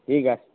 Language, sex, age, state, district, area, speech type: Bengali, male, 60+, West Bengal, Purba Bardhaman, rural, conversation